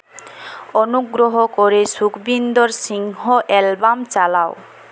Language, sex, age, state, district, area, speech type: Bengali, female, 18-30, West Bengal, Jhargram, rural, read